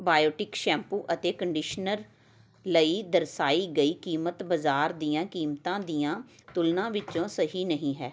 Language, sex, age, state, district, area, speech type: Punjabi, female, 30-45, Punjab, Tarn Taran, urban, read